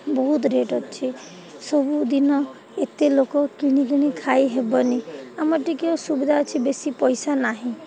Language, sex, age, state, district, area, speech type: Odia, female, 45-60, Odisha, Sundergarh, rural, spontaneous